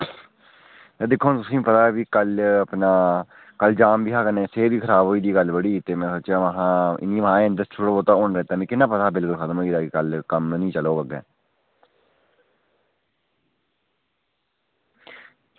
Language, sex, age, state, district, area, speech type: Dogri, female, 30-45, Jammu and Kashmir, Udhampur, rural, conversation